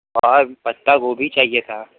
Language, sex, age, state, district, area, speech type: Hindi, male, 45-60, Uttar Pradesh, Sonbhadra, rural, conversation